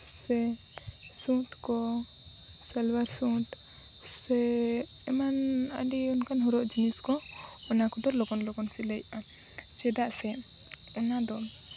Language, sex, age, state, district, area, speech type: Santali, female, 18-30, Jharkhand, Seraikela Kharsawan, rural, spontaneous